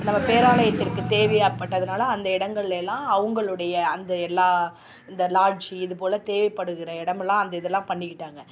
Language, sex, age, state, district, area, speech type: Tamil, female, 45-60, Tamil Nadu, Nagapattinam, urban, spontaneous